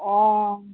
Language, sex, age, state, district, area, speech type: Assamese, female, 60+, Assam, Golaghat, urban, conversation